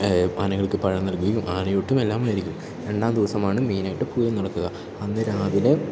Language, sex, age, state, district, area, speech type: Malayalam, male, 18-30, Kerala, Palakkad, urban, spontaneous